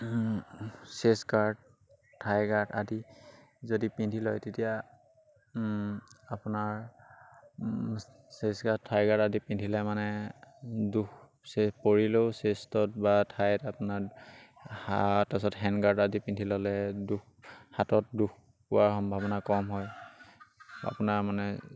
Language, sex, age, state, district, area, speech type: Assamese, male, 18-30, Assam, Charaideo, rural, spontaneous